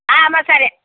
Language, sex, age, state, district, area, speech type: Telugu, female, 60+, Telangana, Jagtial, rural, conversation